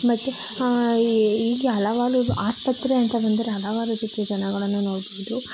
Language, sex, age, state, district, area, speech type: Kannada, female, 30-45, Karnataka, Tumkur, rural, spontaneous